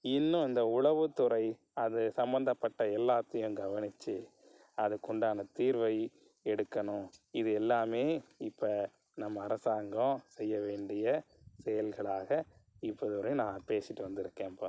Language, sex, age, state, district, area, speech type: Tamil, male, 45-60, Tamil Nadu, Pudukkottai, rural, spontaneous